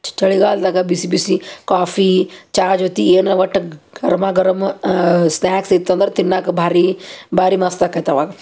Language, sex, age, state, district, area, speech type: Kannada, female, 30-45, Karnataka, Koppal, rural, spontaneous